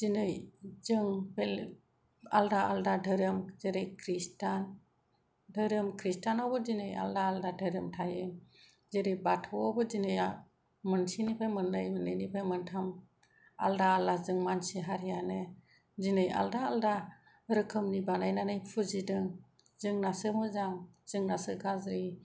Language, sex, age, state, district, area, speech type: Bodo, female, 45-60, Assam, Kokrajhar, rural, spontaneous